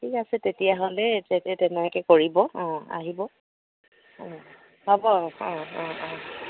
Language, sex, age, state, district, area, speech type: Assamese, female, 60+, Assam, Dibrugarh, rural, conversation